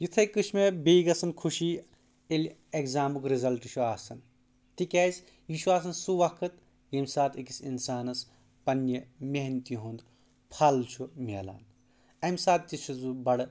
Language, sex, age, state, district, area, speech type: Kashmiri, male, 18-30, Jammu and Kashmir, Anantnag, rural, spontaneous